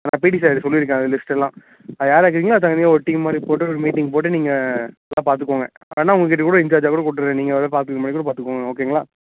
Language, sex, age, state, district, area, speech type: Tamil, male, 18-30, Tamil Nadu, Dharmapuri, rural, conversation